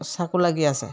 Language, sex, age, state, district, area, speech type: Assamese, female, 60+, Assam, Dhemaji, rural, spontaneous